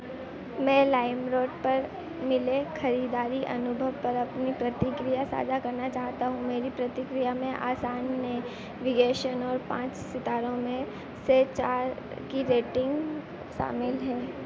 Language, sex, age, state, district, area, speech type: Hindi, female, 18-30, Madhya Pradesh, Harda, urban, read